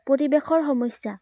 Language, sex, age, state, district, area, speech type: Assamese, female, 18-30, Assam, Udalguri, rural, spontaneous